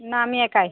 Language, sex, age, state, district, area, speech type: Bengali, female, 30-45, West Bengal, Uttar Dinajpur, urban, conversation